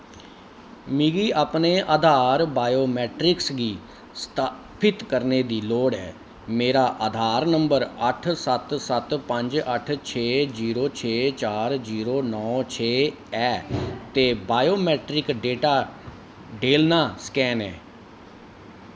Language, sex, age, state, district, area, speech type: Dogri, male, 45-60, Jammu and Kashmir, Kathua, urban, read